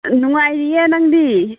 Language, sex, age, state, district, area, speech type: Manipuri, female, 30-45, Manipur, Kakching, rural, conversation